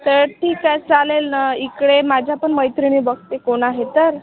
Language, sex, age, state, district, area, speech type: Marathi, female, 30-45, Maharashtra, Amravati, rural, conversation